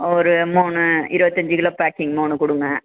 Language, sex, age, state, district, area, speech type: Tamil, female, 60+, Tamil Nadu, Perambalur, rural, conversation